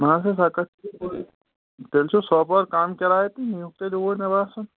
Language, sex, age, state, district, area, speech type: Kashmiri, male, 18-30, Jammu and Kashmir, Anantnag, rural, conversation